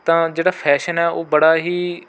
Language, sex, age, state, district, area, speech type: Punjabi, male, 18-30, Punjab, Rupnagar, urban, spontaneous